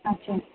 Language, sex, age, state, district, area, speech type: Bengali, female, 30-45, West Bengal, Kolkata, urban, conversation